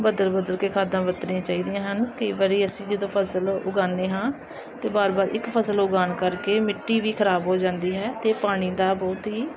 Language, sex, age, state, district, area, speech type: Punjabi, female, 30-45, Punjab, Gurdaspur, urban, spontaneous